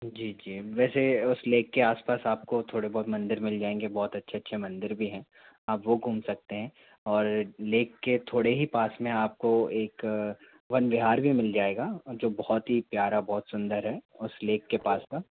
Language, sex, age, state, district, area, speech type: Hindi, male, 45-60, Madhya Pradesh, Bhopal, urban, conversation